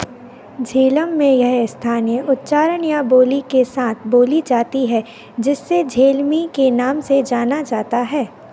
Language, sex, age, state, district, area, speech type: Hindi, female, 18-30, Madhya Pradesh, Narsinghpur, rural, read